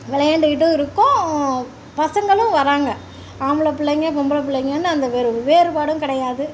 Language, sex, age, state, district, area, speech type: Tamil, female, 45-60, Tamil Nadu, Tiruchirappalli, rural, spontaneous